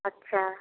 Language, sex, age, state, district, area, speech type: Hindi, female, 30-45, Bihar, Samastipur, rural, conversation